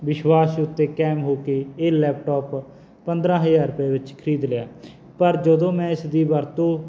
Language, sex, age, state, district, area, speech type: Punjabi, male, 30-45, Punjab, Barnala, rural, spontaneous